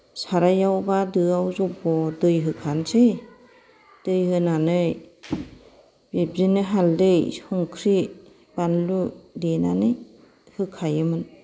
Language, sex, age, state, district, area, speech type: Bodo, female, 45-60, Assam, Kokrajhar, urban, spontaneous